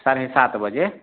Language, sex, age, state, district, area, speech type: Maithili, male, 30-45, Bihar, Madhubani, rural, conversation